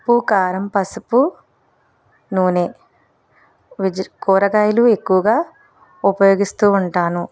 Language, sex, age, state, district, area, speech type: Telugu, female, 45-60, Andhra Pradesh, East Godavari, rural, spontaneous